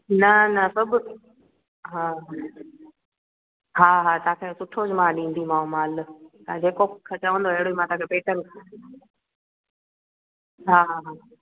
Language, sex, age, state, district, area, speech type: Sindhi, female, 18-30, Gujarat, Junagadh, urban, conversation